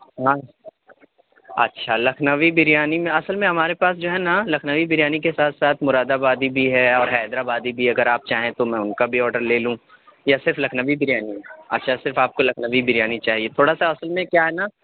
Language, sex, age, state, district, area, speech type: Urdu, male, 18-30, Delhi, South Delhi, urban, conversation